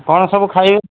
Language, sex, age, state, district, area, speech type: Odia, male, 45-60, Odisha, Sambalpur, rural, conversation